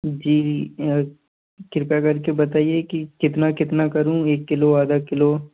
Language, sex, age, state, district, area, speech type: Hindi, male, 18-30, Madhya Pradesh, Gwalior, urban, conversation